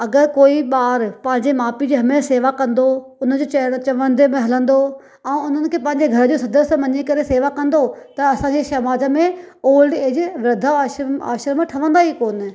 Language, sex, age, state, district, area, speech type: Sindhi, female, 30-45, Maharashtra, Thane, urban, spontaneous